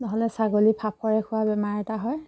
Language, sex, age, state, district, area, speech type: Assamese, female, 30-45, Assam, Charaideo, rural, spontaneous